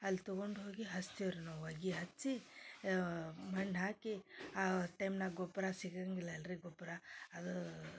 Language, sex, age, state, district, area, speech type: Kannada, female, 30-45, Karnataka, Dharwad, rural, spontaneous